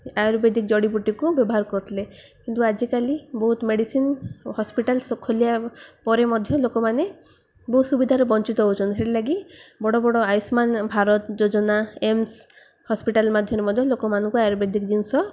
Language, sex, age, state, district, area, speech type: Odia, female, 18-30, Odisha, Koraput, urban, spontaneous